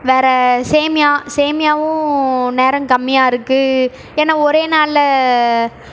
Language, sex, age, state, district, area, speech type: Tamil, female, 18-30, Tamil Nadu, Erode, urban, spontaneous